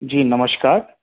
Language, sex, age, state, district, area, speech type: Urdu, male, 30-45, Delhi, South Delhi, urban, conversation